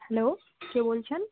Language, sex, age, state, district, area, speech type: Bengali, female, 30-45, West Bengal, Purba Medinipur, rural, conversation